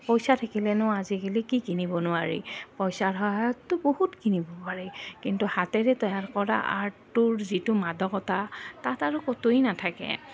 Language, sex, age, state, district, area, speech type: Assamese, female, 30-45, Assam, Goalpara, urban, spontaneous